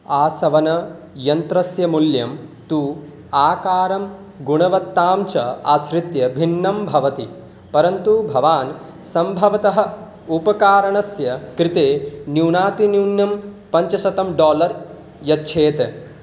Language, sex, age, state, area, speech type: Sanskrit, male, 18-30, Bihar, rural, read